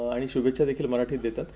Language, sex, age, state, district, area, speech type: Marathi, male, 30-45, Maharashtra, Palghar, rural, spontaneous